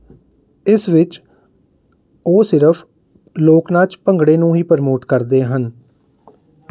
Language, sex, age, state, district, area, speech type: Punjabi, male, 30-45, Punjab, Mohali, urban, spontaneous